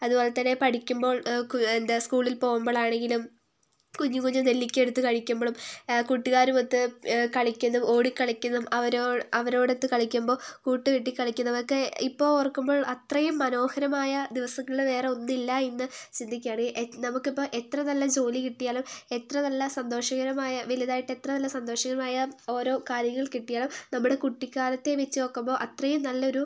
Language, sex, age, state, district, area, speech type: Malayalam, female, 18-30, Kerala, Wayanad, rural, spontaneous